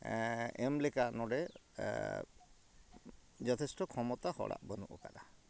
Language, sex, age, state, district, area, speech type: Santali, male, 45-60, West Bengal, Purulia, rural, spontaneous